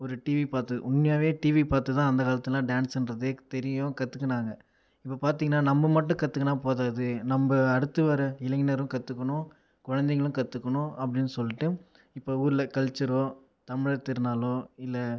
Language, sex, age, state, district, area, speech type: Tamil, male, 18-30, Tamil Nadu, Viluppuram, rural, spontaneous